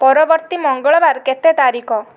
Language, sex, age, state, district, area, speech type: Odia, female, 18-30, Odisha, Balasore, rural, read